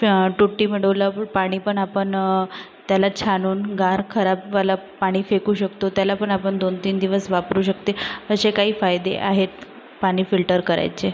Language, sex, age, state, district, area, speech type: Marathi, female, 30-45, Maharashtra, Nagpur, urban, spontaneous